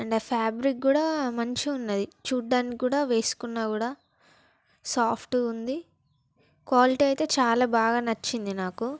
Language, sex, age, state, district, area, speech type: Telugu, female, 18-30, Telangana, Peddapalli, rural, spontaneous